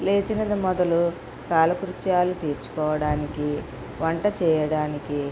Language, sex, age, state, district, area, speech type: Telugu, female, 30-45, Andhra Pradesh, Konaseema, rural, spontaneous